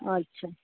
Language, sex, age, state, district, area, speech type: Gujarati, female, 60+, Gujarat, Valsad, rural, conversation